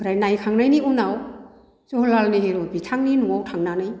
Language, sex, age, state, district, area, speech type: Bodo, female, 60+, Assam, Kokrajhar, rural, spontaneous